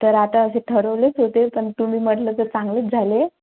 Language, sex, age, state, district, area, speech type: Marathi, female, 18-30, Maharashtra, Wardha, urban, conversation